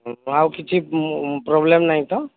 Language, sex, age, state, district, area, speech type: Odia, male, 45-60, Odisha, Sambalpur, rural, conversation